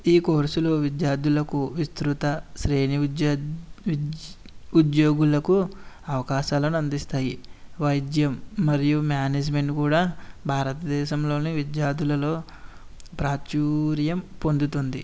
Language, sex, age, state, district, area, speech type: Telugu, male, 18-30, Andhra Pradesh, East Godavari, rural, spontaneous